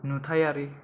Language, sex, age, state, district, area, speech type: Bodo, male, 18-30, Assam, Kokrajhar, urban, read